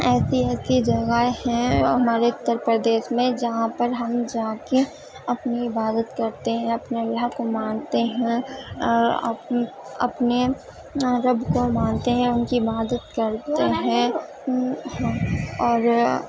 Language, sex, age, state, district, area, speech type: Urdu, female, 18-30, Uttar Pradesh, Gautam Buddha Nagar, urban, spontaneous